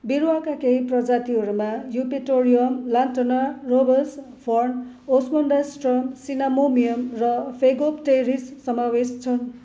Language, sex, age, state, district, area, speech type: Nepali, female, 45-60, West Bengal, Darjeeling, rural, read